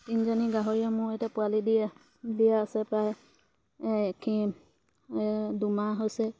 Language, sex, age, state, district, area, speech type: Assamese, female, 30-45, Assam, Charaideo, rural, spontaneous